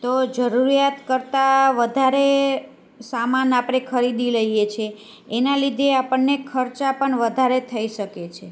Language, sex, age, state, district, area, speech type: Gujarati, female, 30-45, Gujarat, Kheda, rural, spontaneous